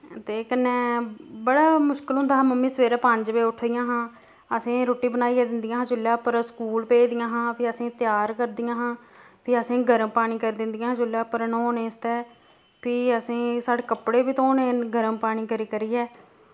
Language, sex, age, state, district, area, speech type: Dogri, female, 30-45, Jammu and Kashmir, Samba, rural, spontaneous